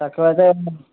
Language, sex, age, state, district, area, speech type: Telugu, male, 18-30, Andhra Pradesh, Kadapa, rural, conversation